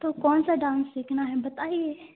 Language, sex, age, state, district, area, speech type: Hindi, female, 18-30, Madhya Pradesh, Hoshangabad, urban, conversation